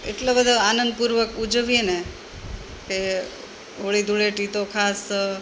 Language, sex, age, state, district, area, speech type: Gujarati, female, 45-60, Gujarat, Rajkot, urban, spontaneous